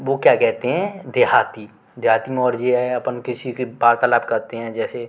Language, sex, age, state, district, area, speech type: Hindi, male, 18-30, Madhya Pradesh, Gwalior, urban, spontaneous